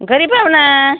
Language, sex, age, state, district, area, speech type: Marathi, female, 45-60, Maharashtra, Washim, rural, conversation